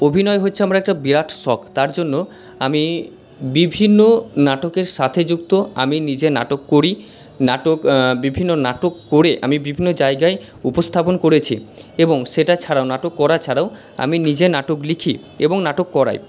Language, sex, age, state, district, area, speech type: Bengali, male, 45-60, West Bengal, Purba Bardhaman, urban, spontaneous